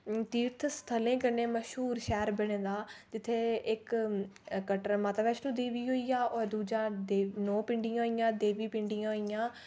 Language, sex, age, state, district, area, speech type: Dogri, female, 18-30, Jammu and Kashmir, Reasi, rural, spontaneous